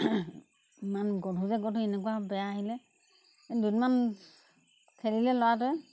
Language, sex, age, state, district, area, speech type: Assamese, female, 60+, Assam, Golaghat, rural, spontaneous